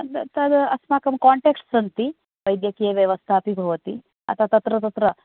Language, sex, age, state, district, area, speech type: Sanskrit, female, 45-60, Karnataka, Uttara Kannada, urban, conversation